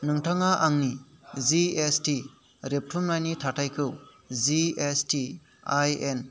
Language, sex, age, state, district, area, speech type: Bodo, male, 30-45, Assam, Kokrajhar, rural, read